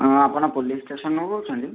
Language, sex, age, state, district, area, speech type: Odia, male, 18-30, Odisha, Bhadrak, rural, conversation